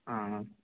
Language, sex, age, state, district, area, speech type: Tamil, male, 18-30, Tamil Nadu, Tiruppur, rural, conversation